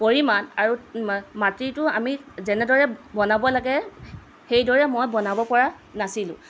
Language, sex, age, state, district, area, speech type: Assamese, female, 30-45, Assam, Lakhimpur, rural, spontaneous